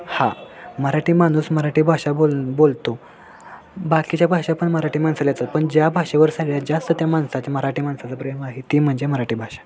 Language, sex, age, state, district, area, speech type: Marathi, male, 18-30, Maharashtra, Sangli, urban, spontaneous